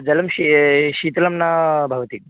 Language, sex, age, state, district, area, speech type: Sanskrit, male, 18-30, Madhya Pradesh, Chhindwara, urban, conversation